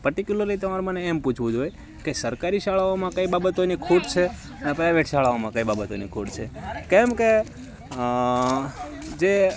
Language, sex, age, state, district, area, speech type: Gujarati, male, 30-45, Gujarat, Rajkot, rural, spontaneous